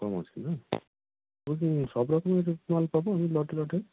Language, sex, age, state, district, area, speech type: Bengali, male, 18-30, West Bengal, North 24 Parganas, rural, conversation